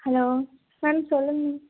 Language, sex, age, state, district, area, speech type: Tamil, female, 30-45, Tamil Nadu, Nilgiris, urban, conversation